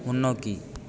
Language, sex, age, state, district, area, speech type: Tamil, male, 18-30, Tamil Nadu, Ariyalur, rural, read